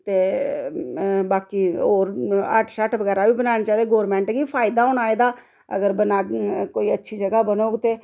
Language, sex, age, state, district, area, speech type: Dogri, female, 45-60, Jammu and Kashmir, Reasi, rural, spontaneous